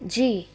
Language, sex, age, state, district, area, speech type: Sindhi, female, 30-45, Gujarat, Kutch, urban, spontaneous